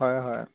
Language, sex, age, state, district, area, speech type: Assamese, male, 18-30, Assam, Dibrugarh, rural, conversation